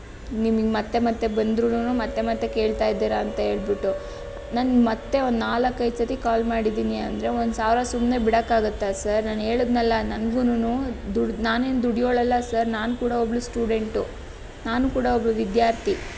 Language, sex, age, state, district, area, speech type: Kannada, female, 18-30, Karnataka, Tumkur, rural, spontaneous